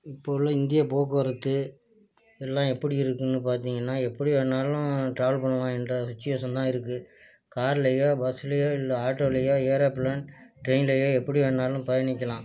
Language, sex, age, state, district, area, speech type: Tamil, male, 60+, Tamil Nadu, Nagapattinam, rural, spontaneous